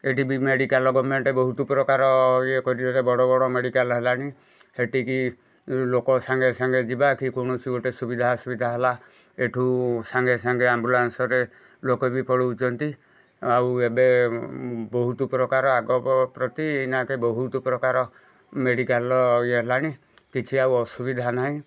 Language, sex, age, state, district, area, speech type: Odia, male, 45-60, Odisha, Kendujhar, urban, spontaneous